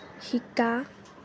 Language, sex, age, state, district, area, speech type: Assamese, female, 18-30, Assam, Tinsukia, urban, read